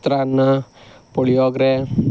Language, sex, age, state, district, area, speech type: Kannada, male, 45-60, Karnataka, Chikkaballapur, rural, spontaneous